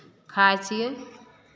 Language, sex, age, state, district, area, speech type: Maithili, female, 18-30, Bihar, Begusarai, rural, spontaneous